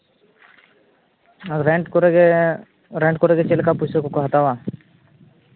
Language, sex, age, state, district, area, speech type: Santali, male, 18-30, Jharkhand, Seraikela Kharsawan, rural, conversation